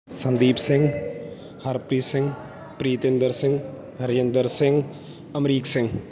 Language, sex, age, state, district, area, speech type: Punjabi, male, 30-45, Punjab, Bathinda, rural, spontaneous